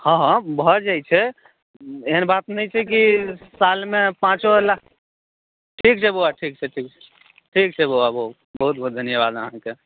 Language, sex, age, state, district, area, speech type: Maithili, male, 18-30, Bihar, Madhubani, rural, conversation